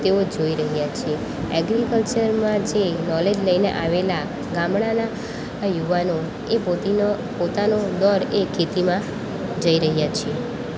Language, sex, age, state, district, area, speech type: Gujarati, female, 18-30, Gujarat, Valsad, rural, spontaneous